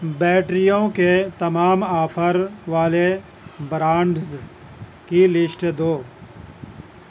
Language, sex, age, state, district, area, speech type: Urdu, male, 30-45, Uttar Pradesh, Gautam Buddha Nagar, urban, read